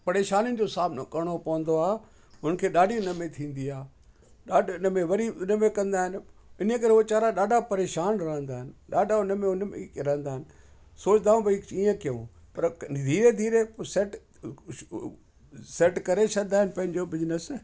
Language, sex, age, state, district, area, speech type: Sindhi, male, 60+, Delhi, South Delhi, urban, spontaneous